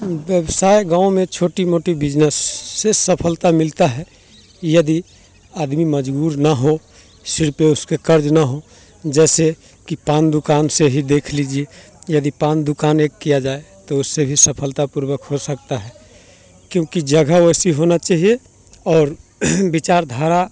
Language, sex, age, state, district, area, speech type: Hindi, male, 30-45, Bihar, Muzaffarpur, rural, spontaneous